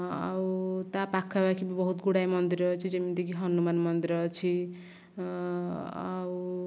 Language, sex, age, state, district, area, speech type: Odia, female, 18-30, Odisha, Nayagarh, rural, spontaneous